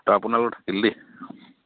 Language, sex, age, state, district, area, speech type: Assamese, male, 45-60, Assam, Charaideo, rural, conversation